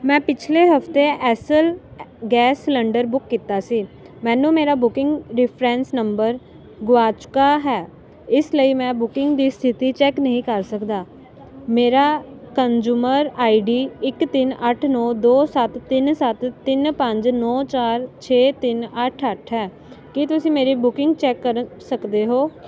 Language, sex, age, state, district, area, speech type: Punjabi, female, 18-30, Punjab, Ludhiana, rural, read